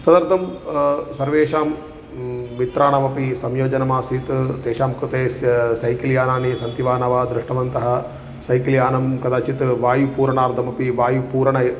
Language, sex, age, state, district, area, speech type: Sanskrit, male, 30-45, Telangana, Karimnagar, rural, spontaneous